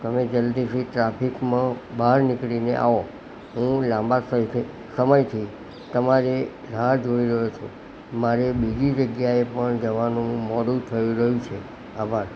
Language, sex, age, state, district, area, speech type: Gujarati, male, 60+, Gujarat, Kheda, rural, spontaneous